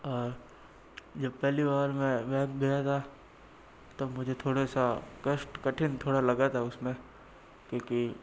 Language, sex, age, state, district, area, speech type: Hindi, male, 60+, Rajasthan, Jodhpur, urban, spontaneous